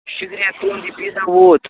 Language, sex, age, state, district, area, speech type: Kashmiri, male, 18-30, Jammu and Kashmir, Kupwara, rural, conversation